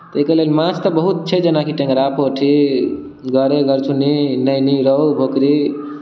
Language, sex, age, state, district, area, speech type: Maithili, male, 18-30, Bihar, Darbhanga, rural, spontaneous